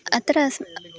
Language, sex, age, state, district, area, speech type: Sanskrit, female, 18-30, Karnataka, Hassan, urban, spontaneous